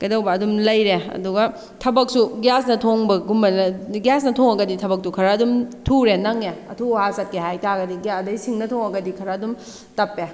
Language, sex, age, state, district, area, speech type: Manipuri, female, 18-30, Manipur, Kakching, rural, spontaneous